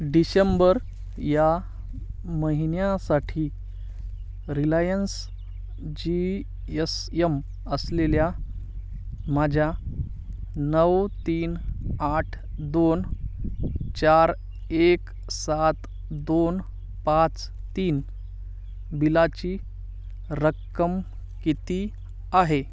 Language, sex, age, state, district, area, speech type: Marathi, male, 18-30, Maharashtra, Hingoli, urban, read